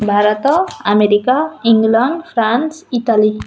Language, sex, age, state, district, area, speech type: Odia, female, 18-30, Odisha, Bargarh, rural, spontaneous